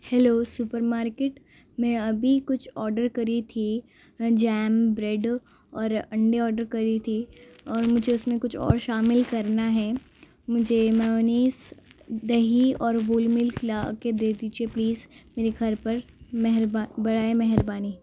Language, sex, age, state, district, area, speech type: Urdu, female, 18-30, Telangana, Hyderabad, urban, spontaneous